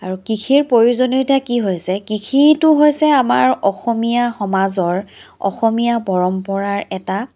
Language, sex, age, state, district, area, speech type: Assamese, female, 30-45, Assam, Charaideo, urban, spontaneous